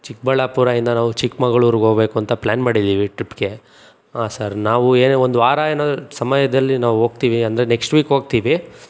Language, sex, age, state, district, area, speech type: Kannada, male, 45-60, Karnataka, Chikkaballapur, urban, spontaneous